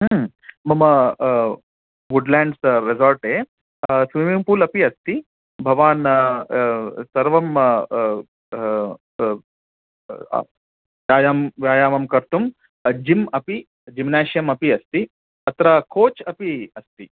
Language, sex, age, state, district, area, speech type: Sanskrit, male, 30-45, Karnataka, Bangalore Urban, urban, conversation